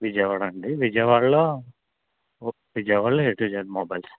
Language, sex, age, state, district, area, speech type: Telugu, male, 30-45, Telangana, Mancherial, rural, conversation